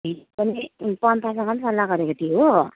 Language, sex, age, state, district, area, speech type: Nepali, female, 30-45, West Bengal, Kalimpong, rural, conversation